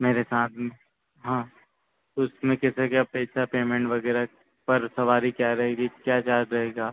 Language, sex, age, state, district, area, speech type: Hindi, male, 30-45, Madhya Pradesh, Harda, urban, conversation